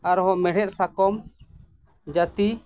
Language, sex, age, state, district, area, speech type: Santali, male, 45-60, Jharkhand, East Singhbhum, rural, spontaneous